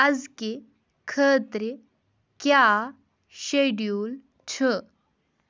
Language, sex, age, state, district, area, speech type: Kashmiri, female, 30-45, Jammu and Kashmir, Kupwara, rural, read